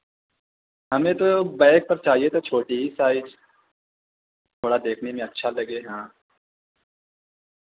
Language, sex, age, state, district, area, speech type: Urdu, male, 30-45, Uttar Pradesh, Azamgarh, rural, conversation